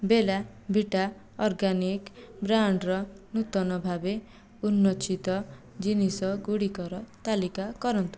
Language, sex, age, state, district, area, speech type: Odia, female, 18-30, Odisha, Jajpur, rural, read